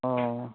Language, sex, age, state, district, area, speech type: Manipuri, female, 60+, Manipur, Kangpokpi, urban, conversation